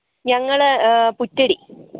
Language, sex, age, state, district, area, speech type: Malayalam, female, 30-45, Kerala, Idukki, rural, conversation